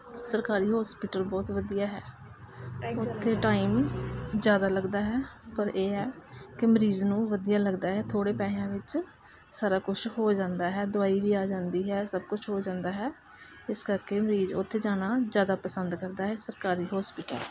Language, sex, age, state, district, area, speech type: Punjabi, female, 30-45, Punjab, Gurdaspur, urban, spontaneous